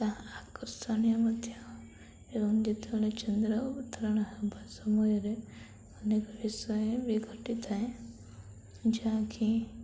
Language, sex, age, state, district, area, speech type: Odia, female, 18-30, Odisha, Koraput, urban, spontaneous